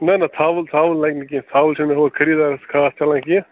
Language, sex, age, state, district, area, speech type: Kashmiri, male, 30-45, Jammu and Kashmir, Bandipora, rural, conversation